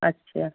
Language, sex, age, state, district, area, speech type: Urdu, female, 60+, Delhi, North East Delhi, urban, conversation